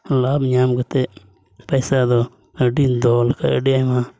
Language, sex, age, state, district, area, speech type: Santali, male, 18-30, Jharkhand, Pakur, rural, spontaneous